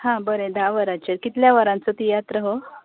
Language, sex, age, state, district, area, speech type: Goan Konkani, female, 30-45, Goa, Tiswadi, rural, conversation